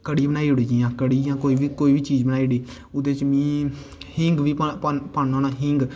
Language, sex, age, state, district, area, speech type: Dogri, male, 18-30, Jammu and Kashmir, Kathua, rural, spontaneous